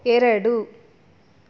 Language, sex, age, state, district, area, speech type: Kannada, female, 30-45, Karnataka, Chitradurga, rural, read